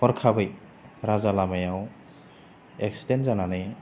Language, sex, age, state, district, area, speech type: Bodo, male, 30-45, Assam, Chirang, rural, spontaneous